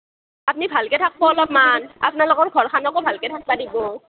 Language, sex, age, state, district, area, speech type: Assamese, female, 18-30, Assam, Nalbari, rural, conversation